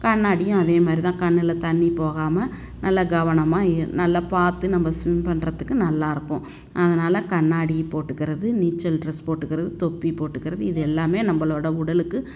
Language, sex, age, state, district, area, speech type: Tamil, female, 60+, Tamil Nadu, Tiruchirappalli, rural, spontaneous